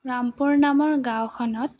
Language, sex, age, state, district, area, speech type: Assamese, female, 18-30, Assam, Goalpara, rural, spontaneous